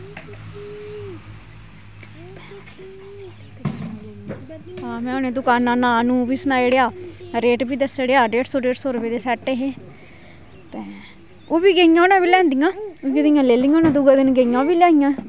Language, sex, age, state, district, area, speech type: Dogri, female, 30-45, Jammu and Kashmir, Kathua, rural, spontaneous